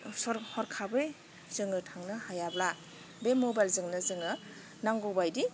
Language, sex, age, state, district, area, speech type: Bodo, female, 30-45, Assam, Baksa, rural, spontaneous